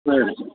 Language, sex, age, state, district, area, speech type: Tamil, male, 18-30, Tamil Nadu, Nagapattinam, rural, conversation